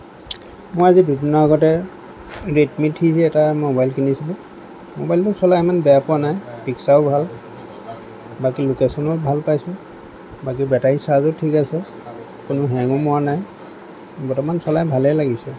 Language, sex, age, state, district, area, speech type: Assamese, male, 45-60, Assam, Lakhimpur, rural, spontaneous